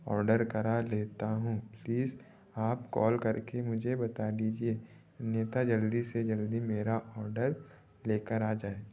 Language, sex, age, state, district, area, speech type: Hindi, male, 18-30, Madhya Pradesh, Betul, rural, spontaneous